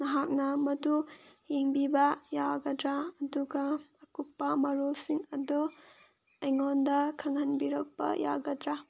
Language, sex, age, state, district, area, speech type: Manipuri, female, 30-45, Manipur, Senapati, rural, read